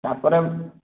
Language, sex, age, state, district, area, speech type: Odia, male, 18-30, Odisha, Subarnapur, urban, conversation